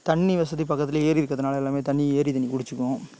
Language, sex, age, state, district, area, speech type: Tamil, male, 30-45, Tamil Nadu, Tiruchirappalli, rural, spontaneous